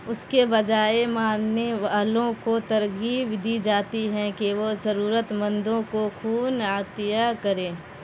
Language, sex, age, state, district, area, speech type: Urdu, female, 45-60, Bihar, Khagaria, rural, read